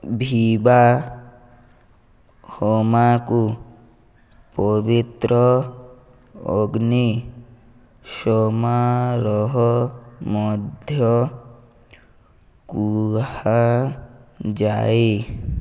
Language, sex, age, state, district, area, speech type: Odia, male, 18-30, Odisha, Malkangiri, urban, read